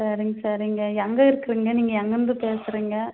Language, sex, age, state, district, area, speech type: Tamil, female, 30-45, Tamil Nadu, Tirupattur, rural, conversation